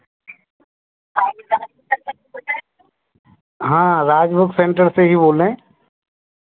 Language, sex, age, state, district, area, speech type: Hindi, male, 45-60, Rajasthan, Bharatpur, urban, conversation